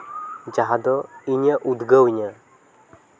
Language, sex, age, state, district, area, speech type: Santali, male, 18-30, West Bengal, Purba Bardhaman, rural, spontaneous